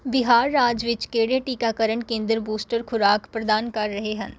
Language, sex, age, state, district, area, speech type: Punjabi, female, 18-30, Punjab, Rupnagar, rural, read